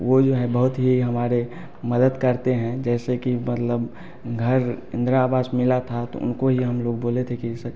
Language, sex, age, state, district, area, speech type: Hindi, male, 30-45, Bihar, Darbhanga, rural, spontaneous